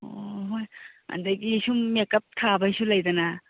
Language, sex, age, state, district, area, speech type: Manipuri, female, 45-60, Manipur, Churachandpur, urban, conversation